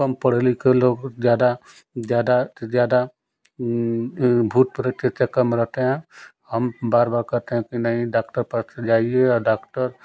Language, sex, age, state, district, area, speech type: Hindi, male, 45-60, Uttar Pradesh, Ghazipur, rural, spontaneous